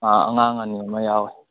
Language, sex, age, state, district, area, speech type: Manipuri, male, 18-30, Manipur, Kakching, rural, conversation